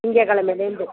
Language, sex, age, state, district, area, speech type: Tamil, female, 60+, Tamil Nadu, Ariyalur, rural, conversation